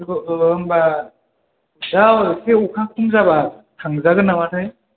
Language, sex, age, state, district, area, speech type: Bodo, male, 18-30, Assam, Kokrajhar, urban, conversation